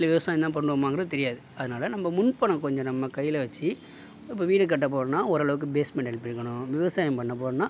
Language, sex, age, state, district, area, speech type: Tamil, male, 60+, Tamil Nadu, Mayiladuthurai, rural, spontaneous